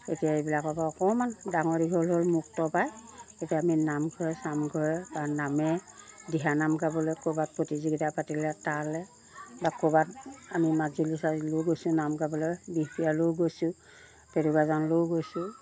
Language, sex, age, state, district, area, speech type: Assamese, female, 60+, Assam, Lakhimpur, rural, spontaneous